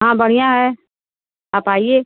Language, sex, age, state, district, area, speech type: Hindi, female, 30-45, Uttar Pradesh, Ghazipur, rural, conversation